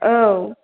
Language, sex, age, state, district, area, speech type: Bodo, female, 45-60, Assam, Chirang, rural, conversation